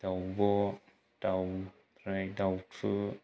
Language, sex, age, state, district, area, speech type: Bodo, male, 30-45, Assam, Kokrajhar, rural, spontaneous